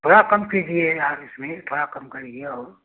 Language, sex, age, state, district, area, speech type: Hindi, male, 60+, Uttar Pradesh, Prayagraj, rural, conversation